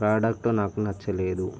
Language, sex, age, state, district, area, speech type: Telugu, male, 45-60, Andhra Pradesh, Visakhapatnam, urban, spontaneous